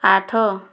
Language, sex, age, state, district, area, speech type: Odia, female, 30-45, Odisha, Kandhamal, rural, read